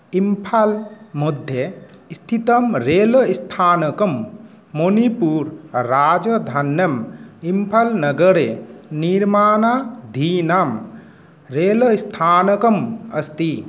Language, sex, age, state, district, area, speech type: Sanskrit, male, 30-45, West Bengal, Murshidabad, rural, read